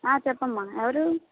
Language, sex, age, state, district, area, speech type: Telugu, female, 30-45, Andhra Pradesh, Palnadu, urban, conversation